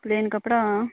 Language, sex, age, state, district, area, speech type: Dogri, female, 30-45, Jammu and Kashmir, Udhampur, rural, conversation